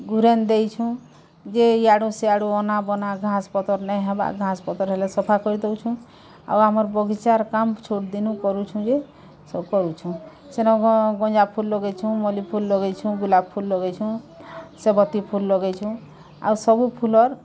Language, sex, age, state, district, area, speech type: Odia, female, 45-60, Odisha, Bargarh, urban, spontaneous